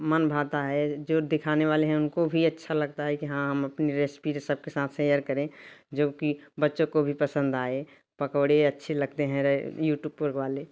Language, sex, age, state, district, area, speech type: Hindi, female, 45-60, Uttar Pradesh, Bhadohi, urban, spontaneous